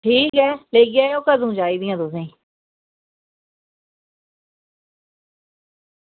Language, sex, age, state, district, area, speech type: Dogri, female, 60+, Jammu and Kashmir, Reasi, rural, conversation